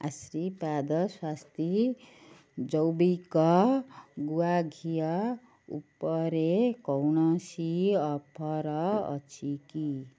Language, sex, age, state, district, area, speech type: Odia, female, 30-45, Odisha, Ganjam, urban, read